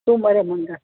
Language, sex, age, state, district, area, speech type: Sindhi, female, 45-60, Delhi, South Delhi, urban, conversation